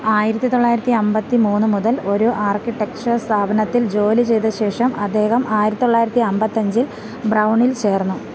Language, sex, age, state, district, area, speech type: Malayalam, female, 30-45, Kerala, Thiruvananthapuram, rural, read